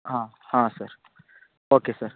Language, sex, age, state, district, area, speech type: Kannada, male, 18-30, Karnataka, Shimoga, rural, conversation